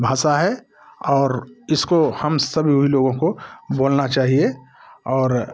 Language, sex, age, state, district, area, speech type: Hindi, male, 60+, Uttar Pradesh, Jaunpur, rural, spontaneous